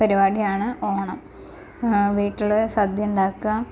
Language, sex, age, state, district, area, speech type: Malayalam, female, 18-30, Kerala, Malappuram, rural, spontaneous